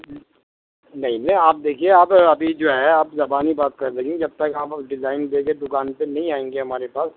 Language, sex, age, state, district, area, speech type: Urdu, male, 45-60, Delhi, Central Delhi, urban, conversation